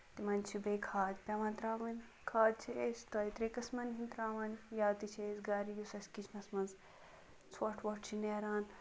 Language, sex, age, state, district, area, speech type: Kashmiri, female, 30-45, Jammu and Kashmir, Ganderbal, rural, spontaneous